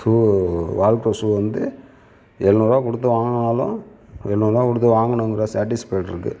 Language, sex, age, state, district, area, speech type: Tamil, male, 60+, Tamil Nadu, Sivaganga, urban, spontaneous